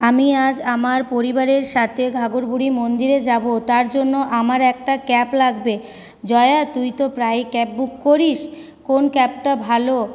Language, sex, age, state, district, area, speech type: Bengali, female, 18-30, West Bengal, Paschim Bardhaman, rural, spontaneous